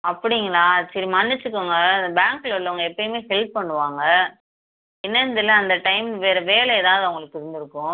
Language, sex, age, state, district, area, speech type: Tamil, female, 30-45, Tamil Nadu, Madurai, urban, conversation